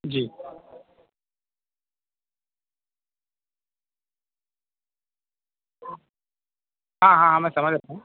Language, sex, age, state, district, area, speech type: Hindi, male, 60+, Madhya Pradesh, Balaghat, rural, conversation